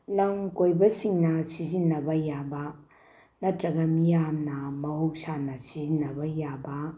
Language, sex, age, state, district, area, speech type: Manipuri, female, 45-60, Manipur, Bishnupur, rural, spontaneous